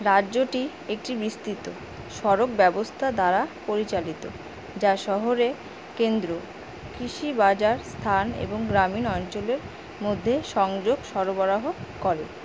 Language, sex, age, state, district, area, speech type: Bengali, female, 30-45, West Bengal, Alipurduar, rural, read